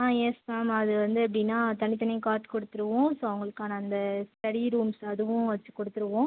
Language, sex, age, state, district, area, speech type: Tamil, female, 30-45, Tamil Nadu, Ariyalur, rural, conversation